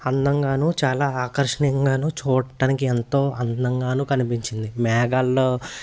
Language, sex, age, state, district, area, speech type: Telugu, male, 30-45, Andhra Pradesh, Eluru, rural, spontaneous